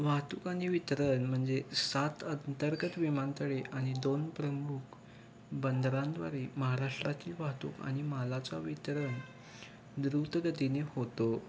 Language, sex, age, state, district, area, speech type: Marathi, male, 18-30, Maharashtra, Kolhapur, urban, spontaneous